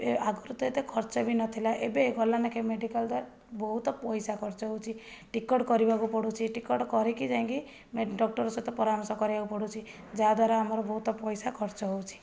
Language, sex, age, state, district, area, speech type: Odia, female, 30-45, Odisha, Jajpur, rural, spontaneous